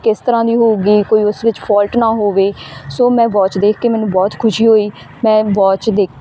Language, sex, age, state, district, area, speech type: Punjabi, female, 18-30, Punjab, Bathinda, rural, spontaneous